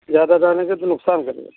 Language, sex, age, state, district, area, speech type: Hindi, male, 60+, Uttar Pradesh, Jaunpur, rural, conversation